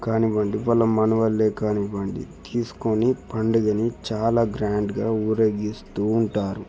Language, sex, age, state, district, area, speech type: Telugu, male, 18-30, Telangana, Peddapalli, rural, spontaneous